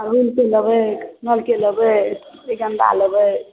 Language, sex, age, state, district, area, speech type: Maithili, female, 60+, Bihar, Supaul, urban, conversation